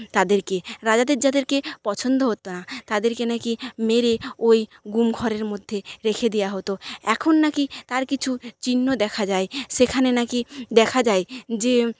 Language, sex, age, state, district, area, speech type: Bengali, female, 45-60, West Bengal, Jhargram, rural, spontaneous